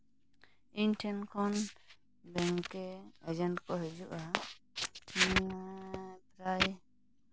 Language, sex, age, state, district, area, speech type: Santali, female, 18-30, West Bengal, Purulia, rural, spontaneous